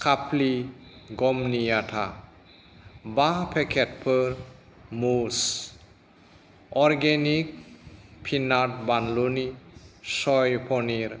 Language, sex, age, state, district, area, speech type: Bodo, male, 45-60, Assam, Kokrajhar, urban, read